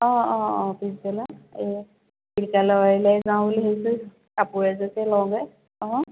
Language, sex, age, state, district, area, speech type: Assamese, female, 45-60, Assam, Dibrugarh, rural, conversation